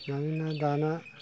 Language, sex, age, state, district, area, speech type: Bodo, male, 45-60, Assam, Chirang, rural, spontaneous